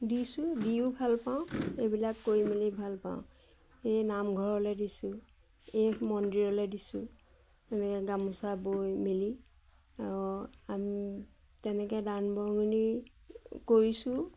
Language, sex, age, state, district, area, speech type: Assamese, female, 45-60, Assam, Majuli, urban, spontaneous